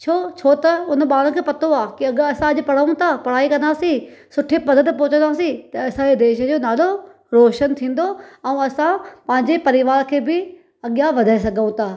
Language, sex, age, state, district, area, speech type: Sindhi, female, 30-45, Maharashtra, Thane, urban, spontaneous